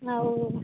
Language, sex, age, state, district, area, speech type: Odia, female, 30-45, Odisha, Sambalpur, rural, conversation